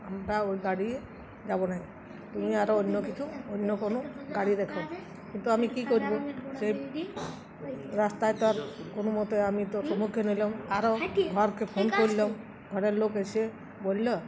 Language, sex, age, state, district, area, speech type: Bengali, female, 45-60, West Bengal, Uttar Dinajpur, rural, spontaneous